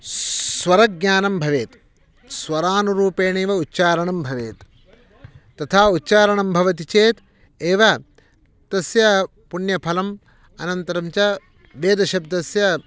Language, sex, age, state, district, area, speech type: Sanskrit, male, 45-60, Karnataka, Shimoga, rural, spontaneous